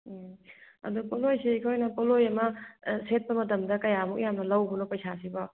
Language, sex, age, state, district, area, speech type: Manipuri, female, 45-60, Manipur, Churachandpur, rural, conversation